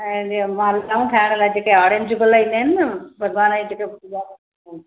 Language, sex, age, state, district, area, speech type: Sindhi, female, 45-60, Maharashtra, Thane, urban, conversation